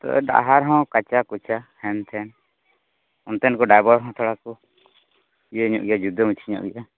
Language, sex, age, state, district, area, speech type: Santali, male, 18-30, Jharkhand, Pakur, rural, conversation